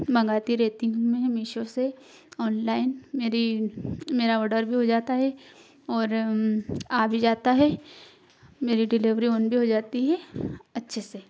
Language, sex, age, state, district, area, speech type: Hindi, female, 18-30, Madhya Pradesh, Ujjain, urban, spontaneous